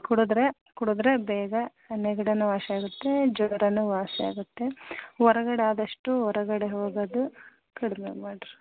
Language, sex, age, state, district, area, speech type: Kannada, female, 30-45, Karnataka, Chitradurga, rural, conversation